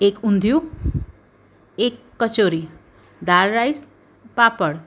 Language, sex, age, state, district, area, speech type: Gujarati, female, 30-45, Gujarat, Surat, urban, spontaneous